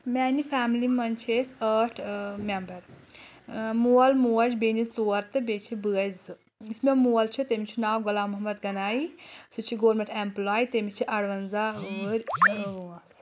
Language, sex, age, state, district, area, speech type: Kashmiri, female, 18-30, Jammu and Kashmir, Anantnag, rural, spontaneous